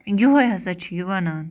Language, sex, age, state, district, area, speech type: Kashmiri, female, 30-45, Jammu and Kashmir, Baramulla, rural, spontaneous